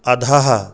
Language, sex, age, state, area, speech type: Sanskrit, male, 30-45, Uttar Pradesh, urban, read